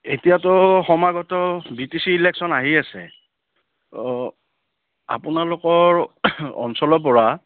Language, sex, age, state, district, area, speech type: Assamese, male, 45-60, Assam, Udalguri, rural, conversation